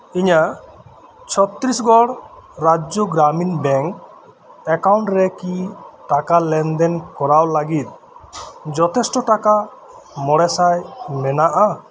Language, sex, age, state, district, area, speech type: Santali, male, 30-45, West Bengal, Birbhum, rural, read